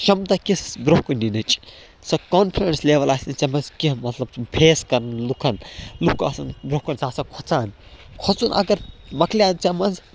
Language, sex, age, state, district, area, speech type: Kashmiri, male, 18-30, Jammu and Kashmir, Baramulla, rural, spontaneous